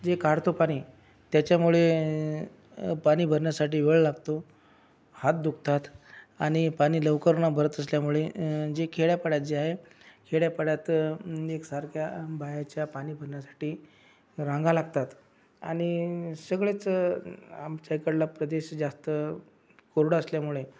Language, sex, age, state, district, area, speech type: Marathi, male, 60+, Maharashtra, Akola, rural, spontaneous